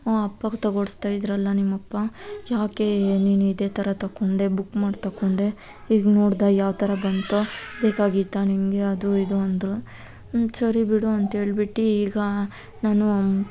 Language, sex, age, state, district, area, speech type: Kannada, female, 18-30, Karnataka, Kolar, rural, spontaneous